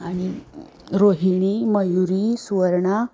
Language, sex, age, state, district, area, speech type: Marathi, female, 45-60, Maharashtra, Osmanabad, rural, spontaneous